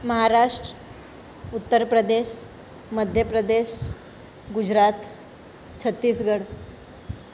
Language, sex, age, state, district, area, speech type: Gujarati, female, 30-45, Gujarat, Ahmedabad, urban, spontaneous